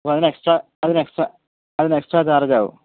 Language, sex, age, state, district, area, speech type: Malayalam, male, 45-60, Kerala, Idukki, rural, conversation